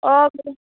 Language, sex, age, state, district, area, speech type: Assamese, female, 18-30, Assam, Golaghat, rural, conversation